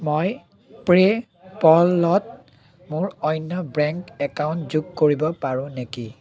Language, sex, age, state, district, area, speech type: Assamese, male, 30-45, Assam, Biswanath, rural, read